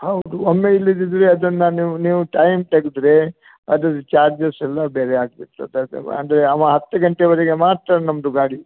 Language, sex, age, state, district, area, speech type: Kannada, male, 60+, Karnataka, Uttara Kannada, rural, conversation